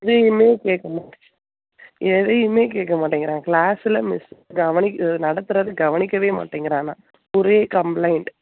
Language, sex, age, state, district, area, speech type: Tamil, female, 30-45, Tamil Nadu, Theni, rural, conversation